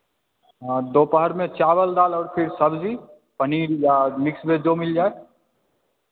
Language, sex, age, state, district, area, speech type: Hindi, male, 18-30, Bihar, Begusarai, rural, conversation